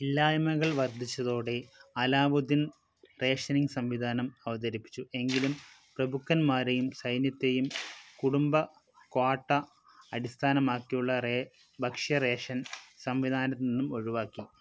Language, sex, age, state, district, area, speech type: Malayalam, male, 30-45, Kerala, Wayanad, rural, read